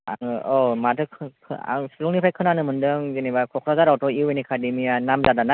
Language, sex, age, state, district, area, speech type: Bodo, male, 18-30, Assam, Kokrajhar, rural, conversation